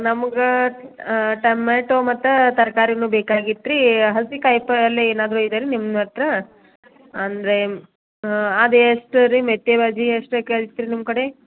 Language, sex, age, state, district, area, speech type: Kannada, female, 30-45, Karnataka, Belgaum, rural, conversation